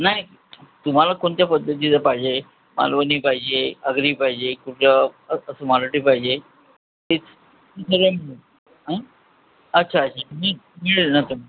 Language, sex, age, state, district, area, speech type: Marathi, male, 45-60, Maharashtra, Thane, rural, conversation